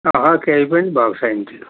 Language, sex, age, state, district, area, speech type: Nepali, male, 60+, West Bengal, Kalimpong, rural, conversation